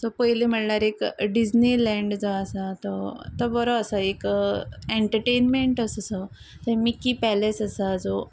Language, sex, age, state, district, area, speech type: Goan Konkani, female, 30-45, Goa, Quepem, rural, spontaneous